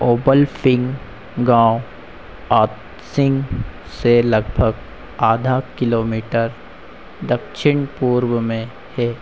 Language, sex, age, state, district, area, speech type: Hindi, male, 60+, Madhya Pradesh, Harda, urban, read